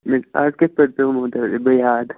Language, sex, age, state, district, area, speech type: Kashmiri, male, 18-30, Jammu and Kashmir, Baramulla, rural, conversation